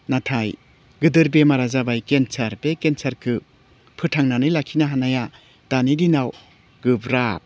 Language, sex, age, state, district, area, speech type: Bodo, male, 45-60, Assam, Udalguri, urban, spontaneous